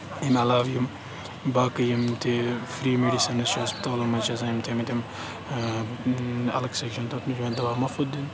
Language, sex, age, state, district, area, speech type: Kashmiri, male, 18-30, Jammu and Kashmir, Baramulla, urban, spontaneous